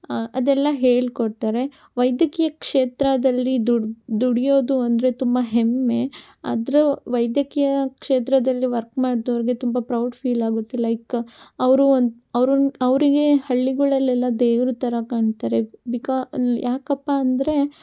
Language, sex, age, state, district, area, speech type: Kannada, female, 18-30, Karnataka, Chitradurga, rural, spontaneous